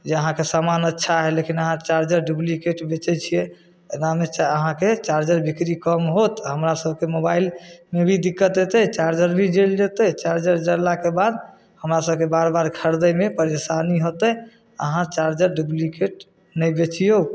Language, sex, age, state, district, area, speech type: Maithili, male, 30-45, Bihar, Samastipur, rural, spontaneous